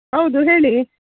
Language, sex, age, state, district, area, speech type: Kannada, female, 60+, Karnataka, Udupi, rural, conversation